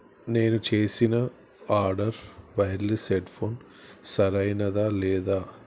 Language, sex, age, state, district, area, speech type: Telugu, male, 30-45, Andhra Pradesh, Krishna, urban, spontaneous